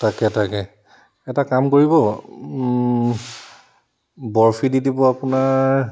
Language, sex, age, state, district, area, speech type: Assamese, male, 45-60, Assam, Charaideo, urban, spontaneous